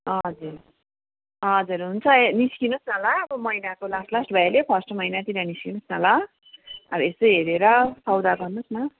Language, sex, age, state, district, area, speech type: Nepali, female, 45-60, West Bengal, Kalimpong, rural, conversation